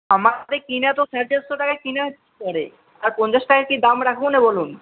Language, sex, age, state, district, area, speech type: Bengali, male, 18-30, West Bengal, Uttar Dinajpur, urban, conversation